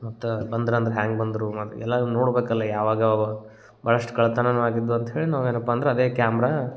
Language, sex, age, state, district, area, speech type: Kannada, male, 30-45, Karnataka, Gulbarga, urban, spontaneous